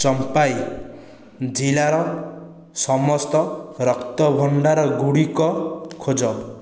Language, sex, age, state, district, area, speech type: Odia, male, 30-45, Odisha, Khordha, rural, read